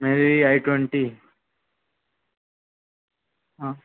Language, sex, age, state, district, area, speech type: Hindi, male, 30-45, Madhya Pradesh, Harda, urban, conversation